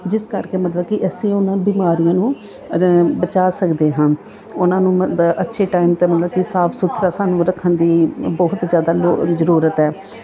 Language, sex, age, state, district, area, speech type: Punjabi, female, 45-60, Punjab, Gurdaspur, urban, spontaneous